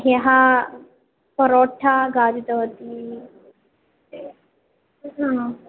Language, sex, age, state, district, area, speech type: Sanskrit, female, 18-30, Kerala, Kannur, rural, conversation